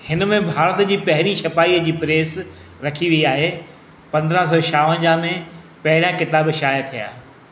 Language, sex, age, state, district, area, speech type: Sindhi, male, 60+, Madhya Pradesh, Katni, urban, read